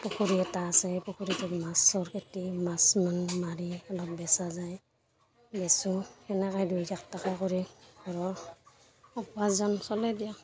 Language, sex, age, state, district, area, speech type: Assamese, female, 30-45, Assam, Barpeta, rural, spontaneous